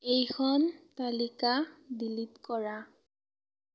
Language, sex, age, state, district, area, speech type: Assamese, female, 18-30, Assam, Darrang, rural, read